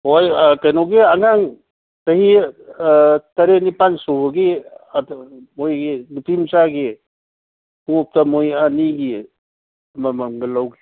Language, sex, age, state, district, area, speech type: Manipuri, male, 60+, Manipur, Kangpokpi, urban, conversation